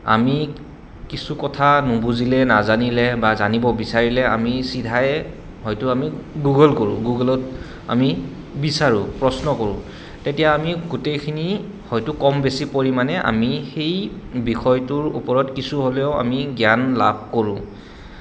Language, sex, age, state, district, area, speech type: Assamese, male, 30-45, Assam, Goalpara, urban, spontaneous